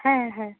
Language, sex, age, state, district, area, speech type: Bengali, female, 18-30, West Bengal, Nadia, rural, conversation